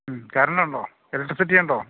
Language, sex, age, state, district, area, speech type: Malayalam, male, 60+, Kerala, Idukki, rural, conversation